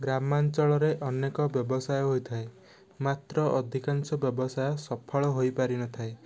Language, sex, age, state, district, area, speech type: Odia, male, 18-30, Odisha, Nayagarh, rural, spontaneous